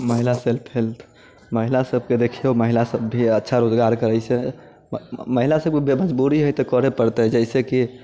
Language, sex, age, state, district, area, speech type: Maithili, male, 30-45, Bihar, Muzaffarpur, rural, spontaneous